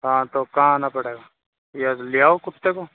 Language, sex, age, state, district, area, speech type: Urdu, male, 45-60, Uttar Pradesh, Muzaffarnagar, urban, conversation